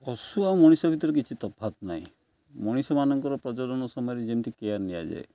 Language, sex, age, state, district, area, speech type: Odia, male, 45-60, Odisha, Jagatsinghpur, urban, spontaneous